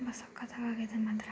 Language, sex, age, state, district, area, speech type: Kannada, female, 18-30, Karnataka, Tumkur, rural, spontaneous